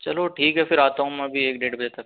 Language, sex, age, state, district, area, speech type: Hindi, male, 18-30, Rajasthan, Jaipur, urban, conversation